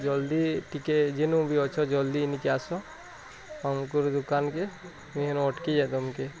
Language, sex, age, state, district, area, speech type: Odia, male, 18-30, Odisha, Bargarh, urban, spontaneous